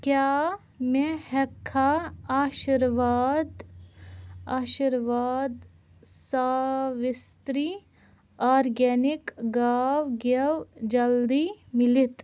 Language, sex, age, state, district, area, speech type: Kashmiri, female, 18-30, Jammu and Kashmir, Ganderbal, rural, read